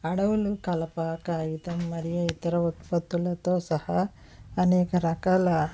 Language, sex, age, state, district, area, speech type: Telugu, female, 45-60, Andhra Pradesh, West Godavari, rural, spontaneous